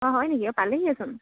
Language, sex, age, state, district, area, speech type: Assamese, female, 30-45, Assam, Dibrugarh, urban, conversation